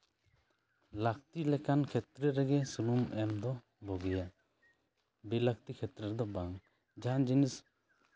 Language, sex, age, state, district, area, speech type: Santali, male, 30-45, West Bengal, Jhargram, rural, spontaneous